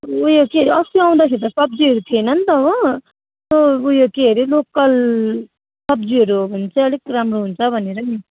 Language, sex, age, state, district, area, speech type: Nepali, female, 30-45, West Bengal, Jalpaiguri, urban, conversation